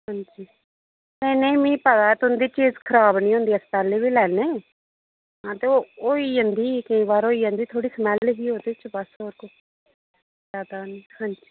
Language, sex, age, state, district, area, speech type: Dogri, female, 30-45, Jammu and Kashmir, Reasi, urban, conversation